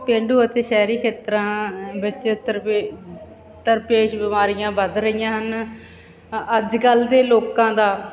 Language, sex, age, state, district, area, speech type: Punjabi, female, 30-45, Punjab, Bathinda, rural, spontaneous